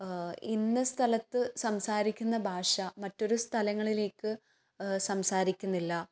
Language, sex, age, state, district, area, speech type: Malayalam, female, 18-30, Kerala, Kannur, urban, spontaneous